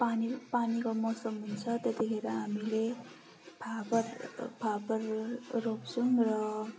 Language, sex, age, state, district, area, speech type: Nepali, female, 30-45, West Bengal, Darjeeling, rural, spontaneous